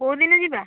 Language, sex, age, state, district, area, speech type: Odia, female, 30-45, Odisha, Nayagarh, rural, conversation